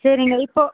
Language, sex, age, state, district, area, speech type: Tamil, female, 30-45, Tamil Nadu, Perambalur, rural, conversation